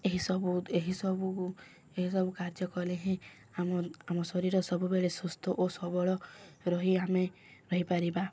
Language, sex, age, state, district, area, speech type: Odia, female, 18-30, Odisha, Subarnapur, urban, spontaneous